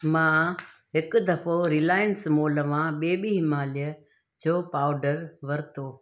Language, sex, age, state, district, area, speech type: Sindhi, female, 45-60, Gujarat, Junagadh, rural, spontaneous